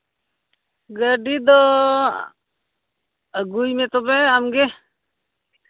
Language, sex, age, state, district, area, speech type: Santali, male, 18-30, Jharkhand, Pakur, rural, conversation